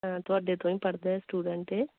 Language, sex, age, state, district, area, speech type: Punjabi, female, 18-30, Punjab, Tarn Taran, rural, conversation